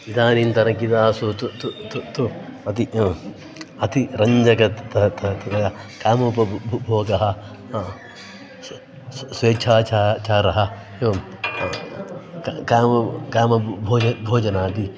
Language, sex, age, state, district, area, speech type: Sanskrit, male, 30-45, Karnataka, Dakshina Kannada, urban, spontaneous